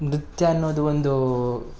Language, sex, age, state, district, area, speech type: Kannada, male, 30-45, Karnataka, Udupi, rural, spontaneous